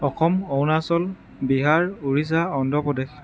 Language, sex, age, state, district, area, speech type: Assamese, male, 30-45, Assam, Tinsukia, rural, spontaneous